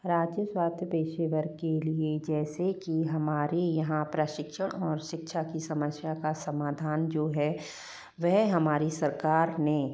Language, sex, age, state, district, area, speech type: Hindi, female, 30-45, Rajasthan, Jaipur, urban, spontaneous